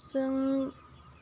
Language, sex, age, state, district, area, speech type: Bodo, female, 18-30, Assam, Udalguri, rural, spontaneous